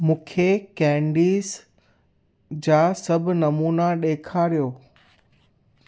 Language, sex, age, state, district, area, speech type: Sindhi, male, 18-30, Gujarat, Kutch, urban, read